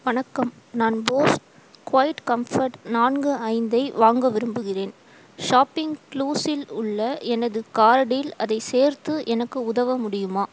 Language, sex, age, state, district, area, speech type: Tamil, female, 18-30, Tamil Nadu, Ranipet, rural, read